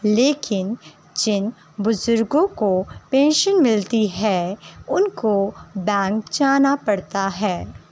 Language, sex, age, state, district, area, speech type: Urdu, female, 18-30, Uttar Pradesh, Shahjahanpur, rural, spontaneous